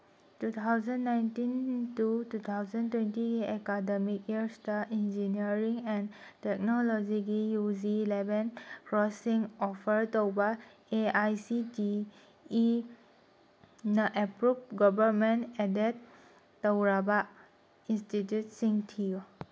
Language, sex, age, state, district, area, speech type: Manipuri, female, 18-30, Manipur, Tengnoupal, rural, read